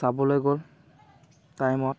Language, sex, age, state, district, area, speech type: Assamese, male, 18-30, Assam, Dhemaji, rural, spontaneous